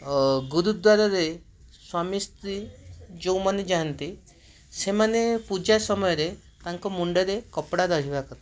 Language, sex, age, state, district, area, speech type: Odia, male, 30-45, Odisha, Cuttack, urban, spontaneous